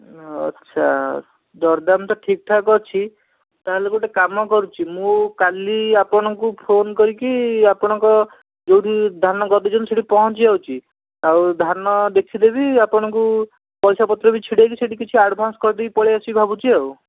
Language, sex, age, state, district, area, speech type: Odia, male, 60+, Odisha, Bhadrak, rural, conversation